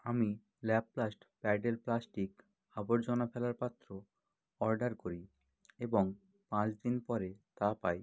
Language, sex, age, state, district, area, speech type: Bengali, male, 30-45, West Bengal, Bankura, urban, read